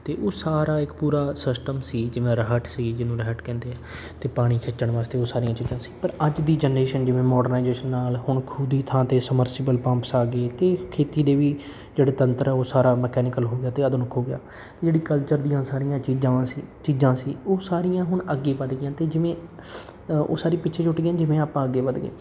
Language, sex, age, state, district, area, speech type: Punjabi, male, 18-30, Punjab, Bathinda, urban, spontaneous